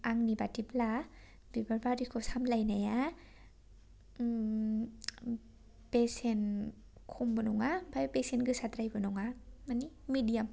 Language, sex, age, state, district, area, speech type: Bodo, female, 18-30, Assam, Kokrajhar, rural, spontaneous